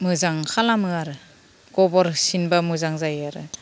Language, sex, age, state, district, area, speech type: Bodo, female, 45-60, Assam, Udalguri, rural, spontaneous